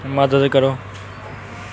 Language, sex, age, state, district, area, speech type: Punjabi, male, 18-30, Punjab, Amritsar, rural, read